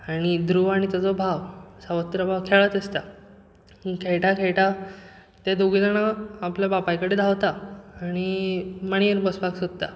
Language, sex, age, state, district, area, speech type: Goan Konkani, male, 18-30, Goa, Bardez, rural, spontaneous